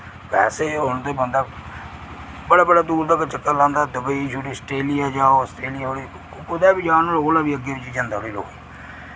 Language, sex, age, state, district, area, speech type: Dogri, male, 18-30, Jammu and Kashmir, Reasi, rural, spontaneous